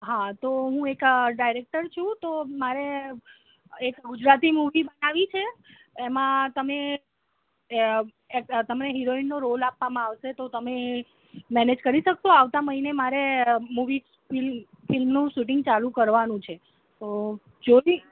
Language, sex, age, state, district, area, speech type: Gujarati, female, 30-45, Gujarat, Ahmedabad, urban, conversation